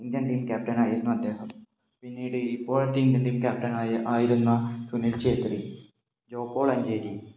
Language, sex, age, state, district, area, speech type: Malayalam, male, 18-30, Kerala, Kannur, rural, spontaneous